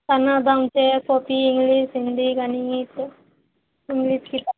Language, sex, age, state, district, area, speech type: Maithili, female, 18-30, Bihar, Araria, urban, conversation